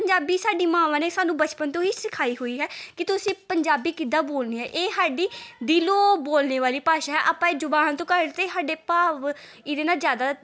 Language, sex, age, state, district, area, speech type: Punjabi, female, 18-30, Punjab, Gurdaspur, rural, spontaneous